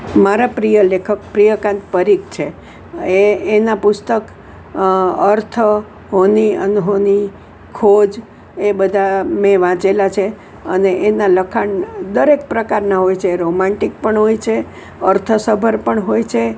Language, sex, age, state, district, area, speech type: Gujarati, female, 60+, Gujarat, Kheda, rural, spontaneous